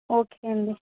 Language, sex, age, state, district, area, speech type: Telugu, female, 60+, Andhra Pradesh, Vizianagaram, rural, conversation